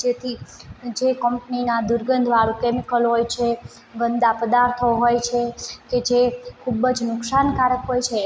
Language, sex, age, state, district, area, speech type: Gujarati, female, 30-45, Gujarat, Morbi, urban, spontaneous